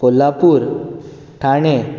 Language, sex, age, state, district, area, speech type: Goan Konkani, male, 18-30, Goa, Bardez, urban, spontaneous